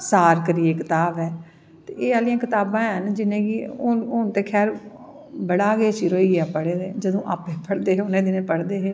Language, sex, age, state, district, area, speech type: Dogri, female, 45-60, Jammu and Kashmir, Jammu, urban, spontaneous